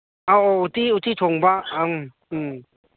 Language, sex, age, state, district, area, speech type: Manipuri, male, 30-45, Manipur, Kangpokpi, urban, conversation